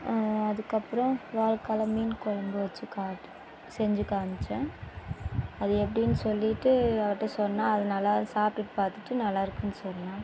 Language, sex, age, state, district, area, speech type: Tamil, female, 18-30, Tamil Nadu, Tiruvannamalai, rural, spontaneous